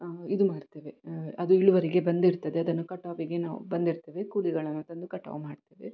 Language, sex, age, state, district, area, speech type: Kannada, female, 30-45, Karnataka, Shimoga, rural, spontaneous